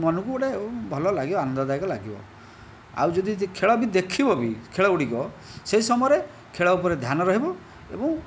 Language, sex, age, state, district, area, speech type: Odia, male, 60+, Odisha, Kandhamal, rural, spontaneous